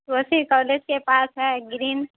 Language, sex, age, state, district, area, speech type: Urdu, female, 30-45, Bihar, Khagaria, rural, conversation